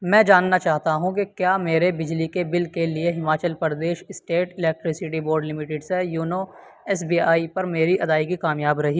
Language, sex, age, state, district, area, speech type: Urdu, male, 18-30, Uttar Pradesh, Saharanpur, urban, read